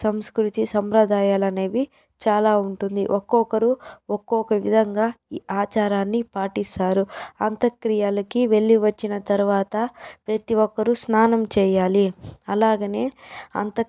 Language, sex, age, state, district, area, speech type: Telugu, female, 30-45, Andhra Pradesh, Chittoor, rural, spontaneous